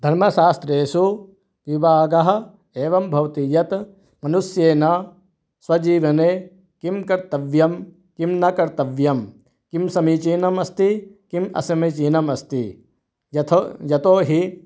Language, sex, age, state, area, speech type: Sanskrit, male, 30-45, Maharashtra, urban, spontaneous